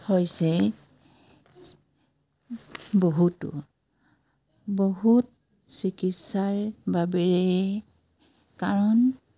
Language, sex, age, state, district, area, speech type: Assamese, female, 45-60, Assam, Dibrugarh, rural, spontaneous